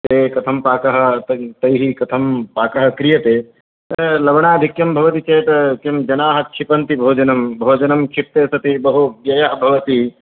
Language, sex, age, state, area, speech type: Sanskrit, male, 30-45, Madhya Pradesh, urban, conversation